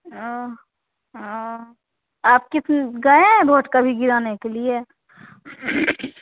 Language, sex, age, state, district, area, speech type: Hindi, female, 30-45, Bihar, Begusarai, rural, conversation